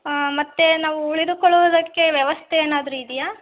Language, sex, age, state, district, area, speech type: Kannada, female, 18-30, Karnataka, Chitradurga, rural, conversation